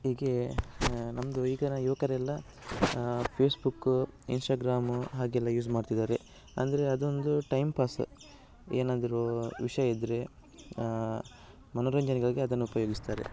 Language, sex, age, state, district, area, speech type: Kannada, male, 30-45, Karnataka, Dakshina Kannada, rural, spontaneous